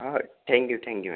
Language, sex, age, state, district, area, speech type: Marathi, male, 18-30, Maharashtra, Akola, rural, conversation